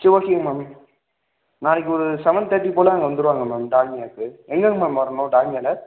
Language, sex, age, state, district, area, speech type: Tamil, male, 18-30, Tamil Nadu, Ariyalur, rural, conversation